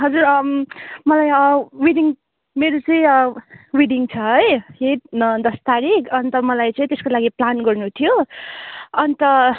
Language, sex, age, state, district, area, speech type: Nepali, female, 45-60, West Bengal, Darjeeling, rural, conversation